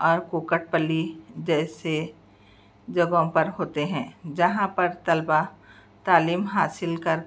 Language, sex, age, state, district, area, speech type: Urdu, other, 60+, Telangana, Hyderabad, urban, spontaneous